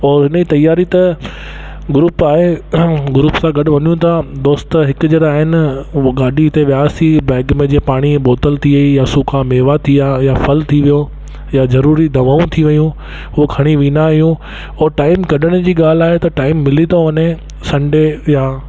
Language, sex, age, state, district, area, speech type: Sindhi, male, 30-45, Rajasthan, Ajmer, urban, spontaneous